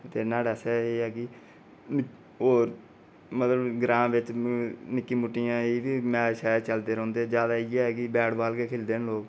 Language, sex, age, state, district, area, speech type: Dogri, male, 30-45, Jammu and Kashmir, Reasi, rural, spontaneous